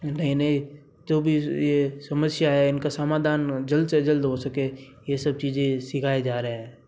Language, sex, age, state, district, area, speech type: Hindi, male, 60+, Rajasthan, Jodhpur, urban, spontaneous